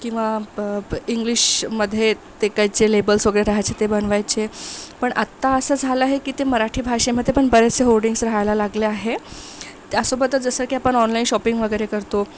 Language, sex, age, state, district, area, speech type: Marathi, female, 30-45, Maharashtra, Amravati, urban, spontaneous